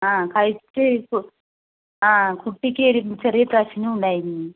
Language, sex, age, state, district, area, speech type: Malayalam, female, 45-60, Kerala, Palakkad, rural, conversation